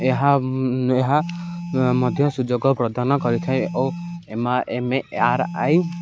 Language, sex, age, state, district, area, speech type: Odia, male, 18-30, Odisha, Ganjam, urban, spontaneous